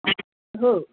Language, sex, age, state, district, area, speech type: Bodo, female, 60+, Assam, Kokrajhar, urban, conversation